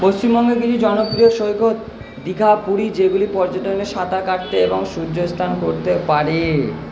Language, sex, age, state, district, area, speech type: Bengali, male, 30-45, West Bengal, Purba Bardhaman, urban, spontaneous